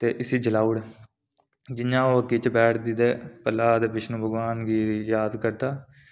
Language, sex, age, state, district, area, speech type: Dogri, male, 18-30, Jammu and Kashmir, Reasi, urban, spontaneous